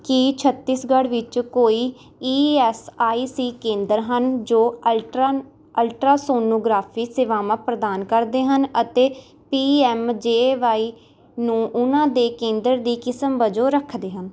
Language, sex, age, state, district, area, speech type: Punjabi, female, 18-30, Punjab, Rupnagar, rural, read